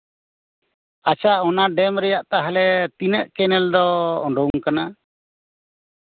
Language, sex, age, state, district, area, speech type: Santali, male, 45-60, West Bengal, Bankura, rural, conversation